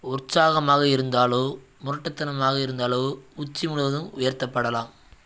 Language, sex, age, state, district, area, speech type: Tamil, male, 18-30, Tamil Nadu, Madurai, rural, read